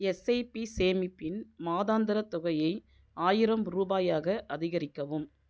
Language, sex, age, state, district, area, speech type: Tamil, female, 45-60, Tamil Nadu, Viluppuram, urban, read